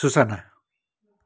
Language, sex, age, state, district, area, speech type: Nepali, male, 45-60, West Bengal, Kalimpong, rural, spontaneous